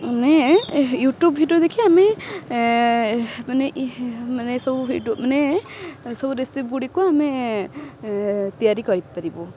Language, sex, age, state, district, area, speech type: Odia, female, 18-30, Odisha, Kendrapara, urban, spontaneous